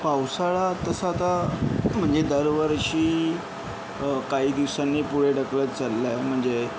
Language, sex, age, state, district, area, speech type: Marathi, male, 30-45, Maharashtra, Yavatmal, urban, spontaneous